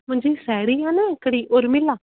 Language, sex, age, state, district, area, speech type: Sindhi, female, 18-30, Rajasthan, Ajmer, urban, conversation